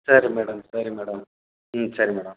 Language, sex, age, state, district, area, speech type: Tamil, male, 45-60, Tamil Nadu, Perambalur, urban, conversation